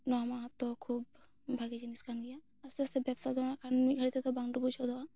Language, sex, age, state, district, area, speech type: Santali, female, 18-30, West Bengal, Bankura, rural, spontaneous